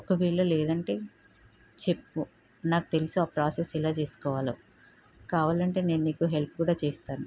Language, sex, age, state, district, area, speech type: Telugu, female, 30-45, Telangana, Peddapalli, rural, spontaneous